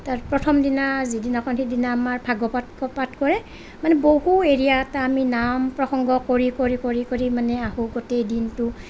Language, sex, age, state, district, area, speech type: Assamese, female, 30-45, Assam, Nalbari, rural, spontaneous